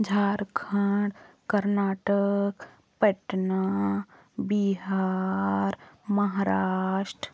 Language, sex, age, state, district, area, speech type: Hindi, female, 60+, Madhya Pradesh, Bhopal, rural, spontaneous